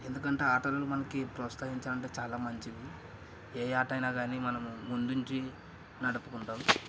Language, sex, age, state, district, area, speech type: Telugu, male, 30-45, Andhra Pradesh, Kadapa, rural, spontaneous